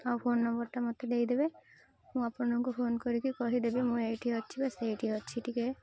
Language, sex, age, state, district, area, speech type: Odia, female, 18-30, Odisha, Malkangiri, urban, spontaneous